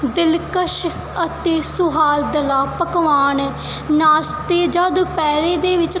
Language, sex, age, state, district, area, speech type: Punjabi, female, 18-30, Punjab, Mansa, rural, spontaneous